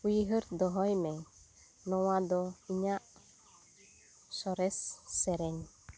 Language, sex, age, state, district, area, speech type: Santali, female, 45-60, West Bengal, Uttar Dinajpur, rural, read